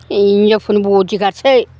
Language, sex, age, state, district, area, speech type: Bodo, female, 60+, Assam, Chirang, rural, spontaneous